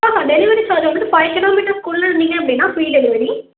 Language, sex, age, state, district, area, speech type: Tamil, female, 18-30, Tamil Nadu, Tiruvarur, urban, conversation